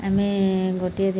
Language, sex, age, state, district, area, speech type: Odia, female, 60+, Odisha, Kendrapara, urban, spontaneous